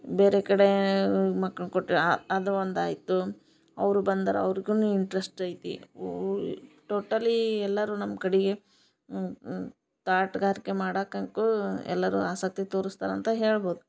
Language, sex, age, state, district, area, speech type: Kannada, female, 30-45, Karnataka, Koppal, rural, spontaneous